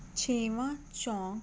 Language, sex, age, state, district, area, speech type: Punjabi, female, 30-45, Punjab, Fazilka, rural, spontaneous